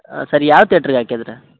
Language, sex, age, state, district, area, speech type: Kannada, male, 18-30, Karnataka, Koppal, rural, conversation